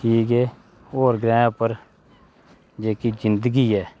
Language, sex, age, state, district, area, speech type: Dogri, male, 30-45, Jammu and Kashmir, Udhampur, rural, spontaneous